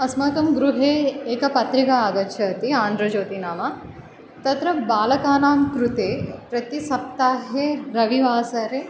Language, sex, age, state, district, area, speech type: Sanskrit, female, 18-30, Andhra Pradesh, Chittoor, urban, spontaneous